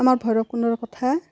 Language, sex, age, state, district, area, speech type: Assamese, female, 45-60, Assam, Udalguri, rural, spontaneous